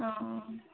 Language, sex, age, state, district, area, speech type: Assamese, female, 45-60, Assam, Dibrugarh, rural, conversation